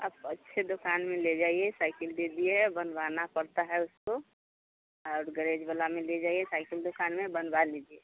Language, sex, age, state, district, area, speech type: Hindi, female, 30-45, Bihar, Vaishali, rural, conversation